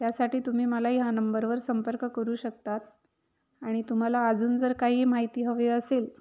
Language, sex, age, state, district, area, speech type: Marathi, female, 30-45, Maharashtra, Nashik, urban, spontaneous